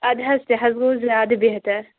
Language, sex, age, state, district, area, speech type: Kashmiri, female, 18-30, Jammu and Kashmir, Shopian, rural, conversation